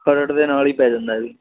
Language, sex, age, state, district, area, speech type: Punjabi, male, 18-30, Punjab, Mohali, rural, conversation